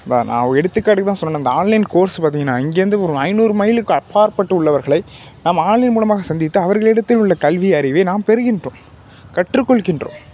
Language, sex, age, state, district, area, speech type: Tamil, male, 45-60, Tamil Nadu, Tiruvarur, urban, spontaneous